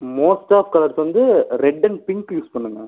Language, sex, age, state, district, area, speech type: Tamil, male, 18-30, Tamil Nadu, Ariyalur, rural, conversation